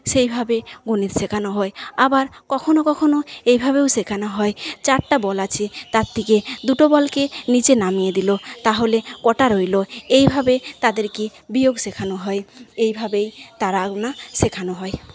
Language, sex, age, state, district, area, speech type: Bengali, female, 30-45, West Bengal, Paschim Medinipur, rural, spontaneous